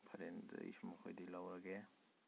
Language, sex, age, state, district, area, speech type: Manipuri, male, 30-45, Manipur, Kakching, rural, spontaneous